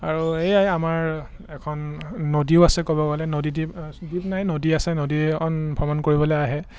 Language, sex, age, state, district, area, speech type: Assamese, male, 18-30, Assam, Golaghat, urban, spontaneous